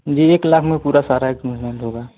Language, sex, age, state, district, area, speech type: Hindi, male, 18-30, Uttar Pradesh, Mau, rural, conversation